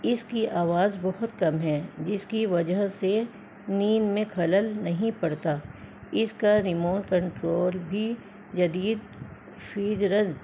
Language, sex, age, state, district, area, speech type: Urdu, female, 60+, Delhi, Central Delhi, urban, spontaneous